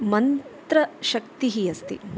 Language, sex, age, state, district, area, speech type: Sanskrit, female, 30-45, Tamil Nadu, Chennai, urban, spontaneous